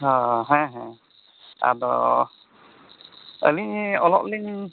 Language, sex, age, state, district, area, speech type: Santali, male, 45-60, Odisha, Mayurbhanj, rural, conversation